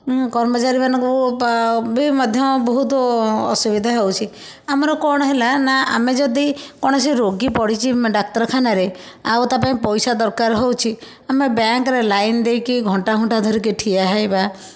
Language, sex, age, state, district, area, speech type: Odia, female, 30-45, Odisha, Bhadrak, rural, spontaneous